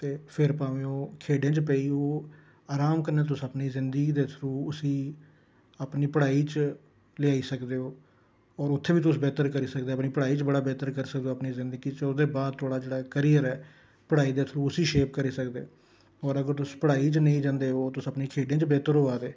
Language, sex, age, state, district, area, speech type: Dogri, male, 45-60, Jammu and Kashmir, Reasi, urban, spontaneous